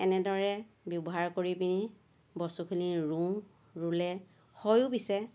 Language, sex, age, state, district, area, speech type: Assamese, female, 60+, Assam, Lakhimpur, rural, spontaneous